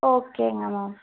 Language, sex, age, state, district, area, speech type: Tamil, female, 18-30, Tamil Nadu, Madurai, urban, conversation